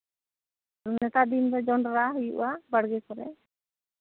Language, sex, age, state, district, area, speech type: Santali, female, 30-45, West Bengal, Bankura, rural, conversation